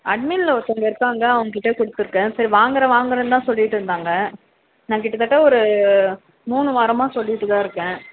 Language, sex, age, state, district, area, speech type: Tamil, female, 30-45, Tamil Nadu, Tiruvallur, urban, conversation